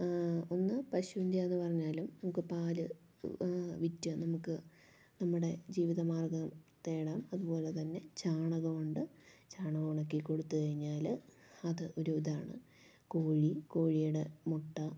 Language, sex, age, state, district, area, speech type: Malayalam, female, 30-45, Kerala, Idukki, rural, spontaneous